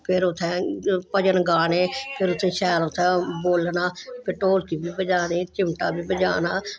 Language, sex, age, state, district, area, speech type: Dogri, female, 60+, Jammu and Kashmir, Samba, urban, spontaneous